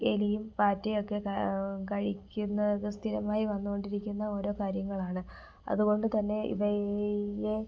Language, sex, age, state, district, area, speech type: Malayalam, female, 18-30, Kerala, Kollam, rural, spontaneous